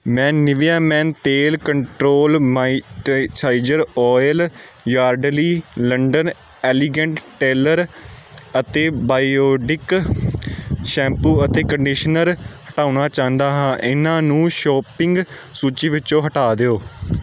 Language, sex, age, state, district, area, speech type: Punjabi, male, 30-45, Punjab, Amritsar, urban, read